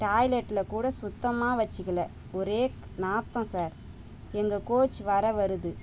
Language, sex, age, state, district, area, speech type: Tamil, female, 30-45, Tamil Nadu, Tiruvannamalai, rural, spontaneous